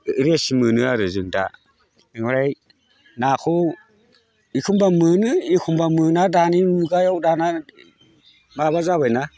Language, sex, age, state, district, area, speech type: Bodo, male, 45-60, Assam, Chirang, rural, spontaneous